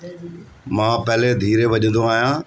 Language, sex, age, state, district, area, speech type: Sindhi, male, 45-60, Delhi, South Delhi, urban, spontaneous